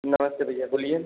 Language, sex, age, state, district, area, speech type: Hindi, male, 18-30, Uttar Pradesh, Azamgarh, rural, conversation